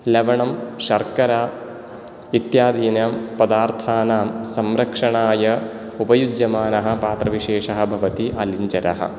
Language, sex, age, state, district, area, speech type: Sanskrit, male, 18-30, Kerala, Ernakulam, urban, spontaneous